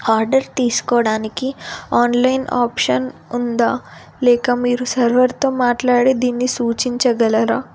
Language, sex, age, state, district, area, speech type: Telugu, female, 18-30, Telangana, Ranga Reddy, urban, spontaneous